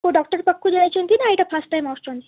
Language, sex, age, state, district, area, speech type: Odia, female, 18-30, Odisha, Kalahandi, rural, conversation